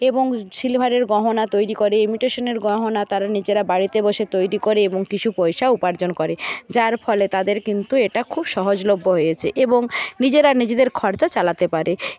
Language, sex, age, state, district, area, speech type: Bengali, female, 60+, West Bengal, Paschim Medinipur, rural, spontaneous